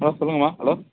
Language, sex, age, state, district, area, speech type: Tamil, male, 30-45, Tamil Nadu, Nagapattinam, rural, conversation